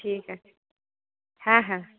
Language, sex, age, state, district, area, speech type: Bengali, female, 30-45, West Bengal, Cooch Behar, rural, conversation